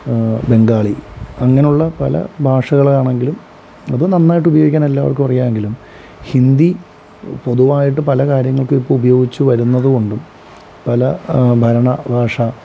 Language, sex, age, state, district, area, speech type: Malayalam, male, 30-45, Kerala, Alappuzha, rural, spontaneous